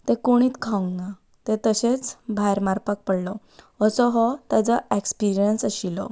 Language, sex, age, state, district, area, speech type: Goan Konkani, female, 18-30, Goa, Quepem, rural, spontaneous